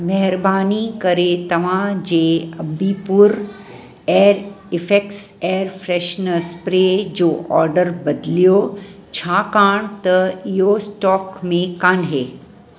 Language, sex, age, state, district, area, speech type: Sindhi, female, 45-60, Maharashtra, Mumbai Suburban, urban, read